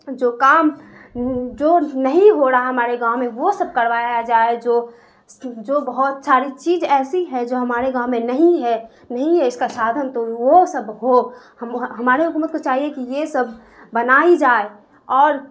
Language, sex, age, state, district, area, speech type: Urdu, female, 30-45, Bihar, Darbhanga, rural, spontaneous